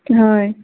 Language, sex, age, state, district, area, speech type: Assamese, female, 18-30, Assam, Majuli, urban, conversation